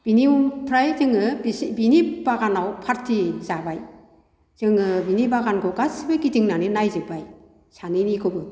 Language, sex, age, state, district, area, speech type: Bodo, female, 60+, Assam, Kokrajhar, rural, spontaneous